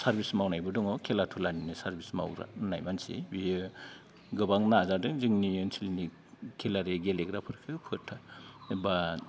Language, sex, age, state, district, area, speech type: Bodo, male, 45-60, Assam, Udalguri, rural, spontaneous